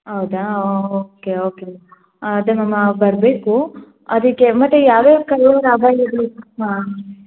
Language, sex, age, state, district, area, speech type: Kannada, female, 18-30, Karnataka, Hassan, urban, conversation